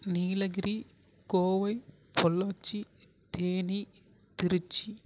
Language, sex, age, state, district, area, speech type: Tamil, female, 18-30, Tamil Nadu, Tiruvarur, rural, spontaneous